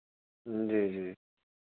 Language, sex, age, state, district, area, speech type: Hindi, male, 30-45, Uttar Pradesh, Chandauli, rural, conversation